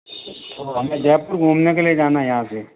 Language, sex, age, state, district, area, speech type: Hindi, male, 45-60, Rajasthan, Jodhpur, urban, conversation